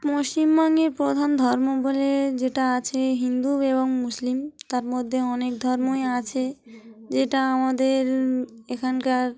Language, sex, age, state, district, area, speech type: Bengali, female, 30-45, West Bengal, Dakshin Dinajpur, urban, spontaneous